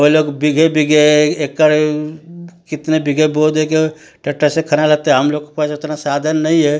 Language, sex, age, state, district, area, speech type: Hindi, male, 45-60, Uttar Pradesh, Ghazipur, rural, spontaneous